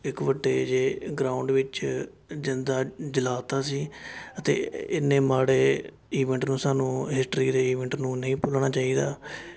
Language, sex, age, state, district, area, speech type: Punjabi, male, 18-30, Punjab, Shaheed Bhagat Singh Nagar, rural, spontaneous